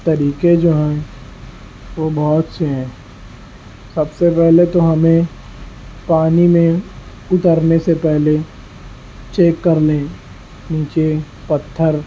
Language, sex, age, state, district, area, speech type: Urdu, male, 18-30, Maharashtra, Nashik, urban, spontaneous